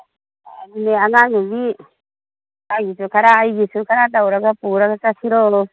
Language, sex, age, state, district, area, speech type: Manipuri, female, 60+, Manipur, Tengnoupal, rural, conversation